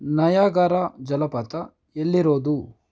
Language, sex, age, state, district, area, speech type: Kannada, male, 18-30, Karnataka, Kolar, rural, read